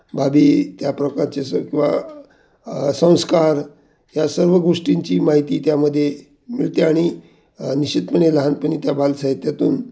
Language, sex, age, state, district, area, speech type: Marathi, male, 60+, Maharashtra, Ahmednagar, urban, spontaneous